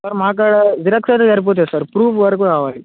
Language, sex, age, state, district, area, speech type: Telugu, male, 18-30, Telangana, Bhadradri Kothagudem, urban, conversation